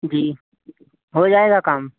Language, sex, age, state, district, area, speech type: Hindi, male, 30-45, Uttar Pradesh, Sitapur, rural, conversation